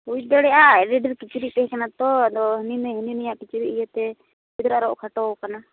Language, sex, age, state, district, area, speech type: Santali, female, 18-30, West Bengal, Uttar Dinajpur, rural, conversation